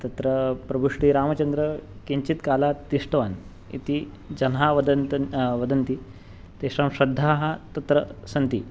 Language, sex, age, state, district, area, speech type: Sanskrit, male, 18-30, Maharashtra, Nagpur, urban, spontaneous